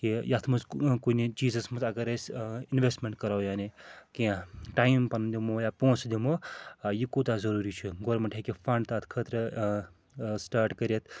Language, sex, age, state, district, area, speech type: Kashmiri, male, 30-45, Jammu and Kashmir, Srinagar, urban, spontaneous